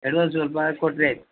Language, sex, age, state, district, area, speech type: Kannada, male, 45-60, Karnataka, Udupi, rural, conversation